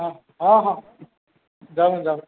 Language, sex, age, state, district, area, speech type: Odia, male, 45-60, Odisha, Nuapada, urban, conversation